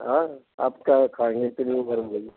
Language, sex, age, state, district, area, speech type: Hindi, male, 60+, Madhya Pradesh, Gwalior, rural, conversation